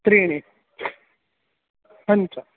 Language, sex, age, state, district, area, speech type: Sanskrit, male, 18-30, Karnataka, Dakshina Kannada, rural, conversation